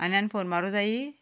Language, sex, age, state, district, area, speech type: Goan Konkani, female, 45-60, Goa, Canacona, rural, spontaneous